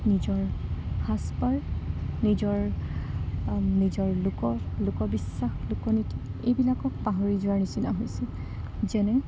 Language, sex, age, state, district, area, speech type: Assamese, female, 30-45, Assam, Morigaon, rural, spontaneous